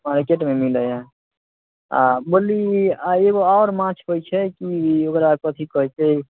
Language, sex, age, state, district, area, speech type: Maithili, male, 18-30, Bihar, Samastipur, rural, conversation